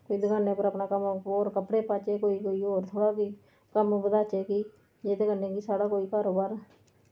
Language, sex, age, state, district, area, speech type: Dogri, female, 45-60, Jammu and Kashmir, Reasi, rural, spontaneous